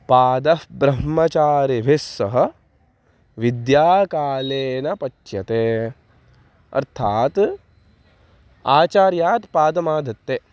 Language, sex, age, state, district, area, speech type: Sanskrit, male, 18-30, Maharashtra, Nagpur, urban, spontaneous